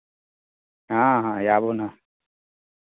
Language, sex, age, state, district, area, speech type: Maithili, male, 45-60, Bihar, Madhepura, rural, conversation